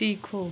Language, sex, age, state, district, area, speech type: Hindi, female, 18-30, Uttar Pradesh, Chandauli, rural, read